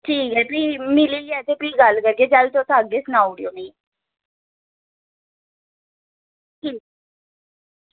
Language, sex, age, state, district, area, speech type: Dogri, female, 18-30, Jammu and Kashmir, Jammu, rural, conversation